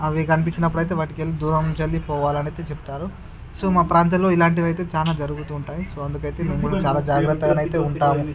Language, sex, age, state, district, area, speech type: Telugu, male, 30-45, Andhra Pradesh, Srikakulam, urban, spontaneous